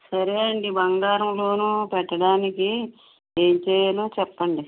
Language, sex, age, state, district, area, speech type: Telugu, female, 60+, Andhra Pradesh, West Godavari, rural, conversation